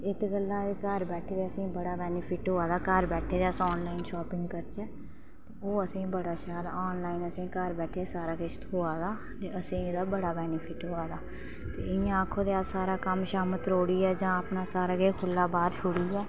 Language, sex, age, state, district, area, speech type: Dogri, female, 30-45, Jammu and Kashmir, Reasi, rural, spontaneous